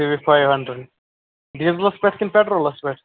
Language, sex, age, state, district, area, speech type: Kashmiri, male, 18-30, Jammu and Kashmir, Baramulla, rural, conversation